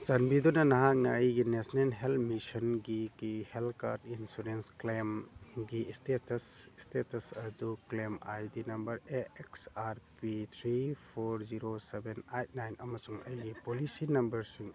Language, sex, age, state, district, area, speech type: Manipuri, male, 45-60, Manipur, Churachandpur, urban, read